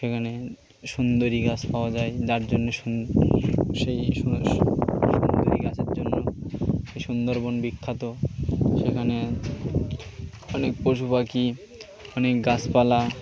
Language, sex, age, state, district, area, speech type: Bengali, male, 18-30, West Bengal, Birbhum, urban, spontaneous